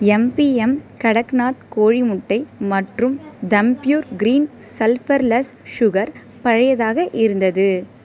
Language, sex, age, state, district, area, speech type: Tamil, female, 18-30, Tamil Nadu, Perambalur, rural, read